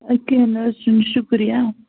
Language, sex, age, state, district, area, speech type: Kashmiri, female, 18-30, Jammu and Kashmir, Budgam, rural, conversation